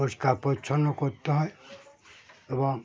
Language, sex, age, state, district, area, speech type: Bengali, male, 60+, West Bengal, Birbhum, urban, spontaneous